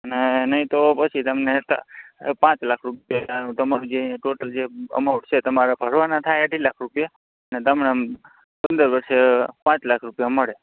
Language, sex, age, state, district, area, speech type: Gujarati, male, 18-30, Gujarat, Morbi, rural, conversation